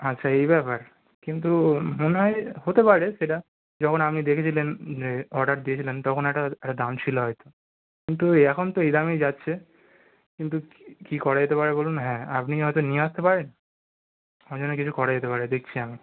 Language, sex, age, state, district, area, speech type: Bengali, male, 18-30, West Bengal, North 24 Parganas, urban, conversation